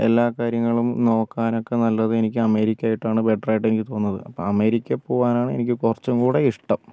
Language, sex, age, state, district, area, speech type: Malayalam, male, 30-45, Kerala, Wayanad, rural, spontaneous